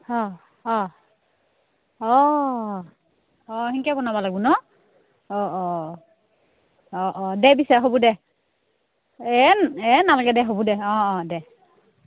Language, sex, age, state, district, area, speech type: Assamese, female, 18-30, Assam, Udalguri, rural, conversation